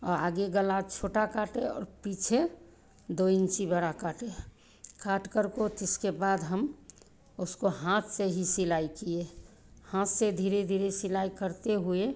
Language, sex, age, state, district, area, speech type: Hindi, female, 60+, Bihar, Begusarai, rural, spontaneous